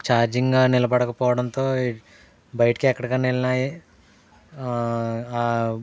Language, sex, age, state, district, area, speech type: Telugu, male, 18-30, Andhra Pradesh, Eluru, rural, spontaneous